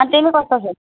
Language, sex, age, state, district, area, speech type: Nepali, female, 45-60, West Bengal, Alipurduar, urban, conversation